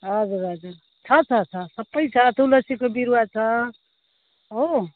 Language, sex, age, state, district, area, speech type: Nepali, female, 45-60, West Bengal, Kalimpong, rural, conversation